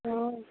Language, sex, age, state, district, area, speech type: Maithili, female, 60+, Bihar, Sitamarhi, rural, conversation